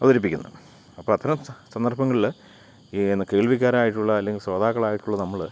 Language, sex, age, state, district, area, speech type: Malayalam, male, 45-60, Kerala, Kottayam, urban, spontaneous